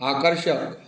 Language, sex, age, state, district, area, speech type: Marathi, male, 45-60, Maharashtra, Wardha, urban, read